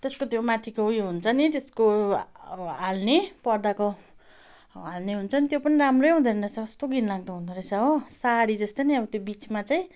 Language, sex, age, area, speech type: Nepali, female, 30-45, rural, spontaneous